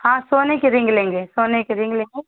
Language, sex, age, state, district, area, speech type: Hindi, female, 30-45, Uttar Pradesh, Chandauli, rural, conversation